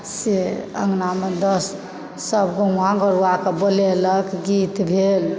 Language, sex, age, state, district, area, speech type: Maithili, female, 60+, Bihar, Supaul, rural, spontaneous